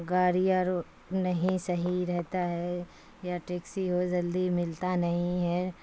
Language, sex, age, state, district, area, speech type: Urdu, female, 45-60, Bihar, Supaul, rural, spontaneous